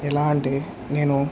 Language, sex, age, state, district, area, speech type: Telugu, male, 18-30, Andhra Pradesh, Kurnool, rural, spontaneous